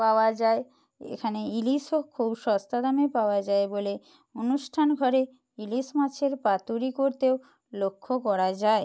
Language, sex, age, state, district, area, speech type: Bengali, female, 45-60, West Bengal, Purba Medinipur, rural, spontaneous